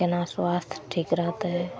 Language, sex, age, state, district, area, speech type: Maithili, female, 45-60, Bihar, Madhepura, rural, spontaneous